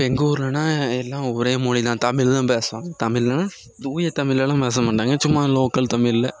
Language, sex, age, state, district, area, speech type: Tamil, male, 18-30, Tamil Nadu, Thoothukudi, rural, spontaneous